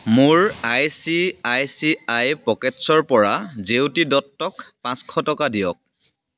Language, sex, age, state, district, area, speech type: Assamese, male, 18-30, Assam, Dibrugarh, rural, read